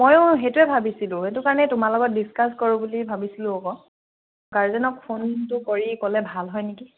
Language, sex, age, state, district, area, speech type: Assamese, female, 18-30, Assam, Charaideo, urban, conversation